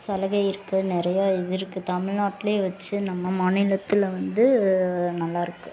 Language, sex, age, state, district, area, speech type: Tamil, female, 18-30, Tamil Nadu, Madurai, urban, spontaneous